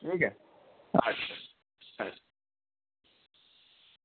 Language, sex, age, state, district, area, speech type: Dogri, male, 30-45, Jammu and Kashmir, Reasi, rural, conversation